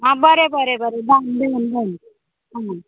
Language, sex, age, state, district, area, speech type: Goan Konkani, female, 45-60, Goa, Murmgao, rural, conversation